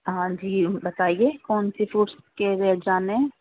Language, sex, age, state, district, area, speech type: Urdu, female, 30-45, Delhi, East Delhi, urban, conversation